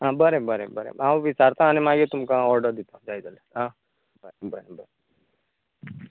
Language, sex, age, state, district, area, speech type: Goan Konkani, male, 30-45, Goa, Canacona, rural, conversation